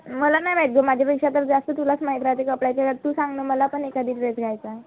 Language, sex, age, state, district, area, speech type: Marathi, female, 18-30, Maharashtra, Nagpur, rural, conversation